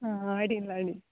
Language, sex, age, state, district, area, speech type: Kannada, female, 18-30, Karnataka, Uttara Kannada, rural, conversation